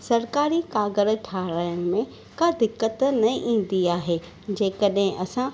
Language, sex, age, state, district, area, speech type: Sindhi, female, 30-45, Maharashtra, Thane, urban, spontaneous